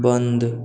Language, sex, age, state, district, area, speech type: Maithili, male, 60+, Bihar, Saharsa, urban, read